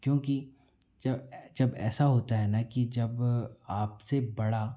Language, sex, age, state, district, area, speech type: Hindi, male, 45-60, Madhya Pradesh, Bhopal, urban, spontaneous